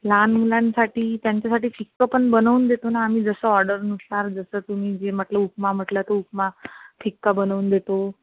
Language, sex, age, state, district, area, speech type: Marathi, female, 30-45, Maharashtra, Akola, rural, conversation